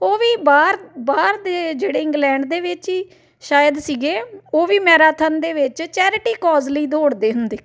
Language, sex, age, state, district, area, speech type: Punjabi, female, 45-60, Punjab, Amritsar, urban, spontaneous